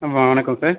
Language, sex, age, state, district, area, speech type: Tamil, male, 18-30, Tamil Nadu, Kallakurichi, rural, conversation